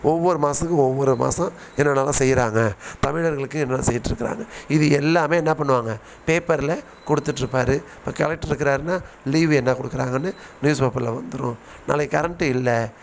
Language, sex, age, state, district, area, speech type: Tamil, male, 45-60, Tamil Nadu, Thanjavur, rural, spontaneous